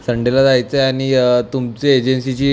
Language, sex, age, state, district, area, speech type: Marathi, male, 18-30, Maharashtra, Mumbai City, urban, spontaneous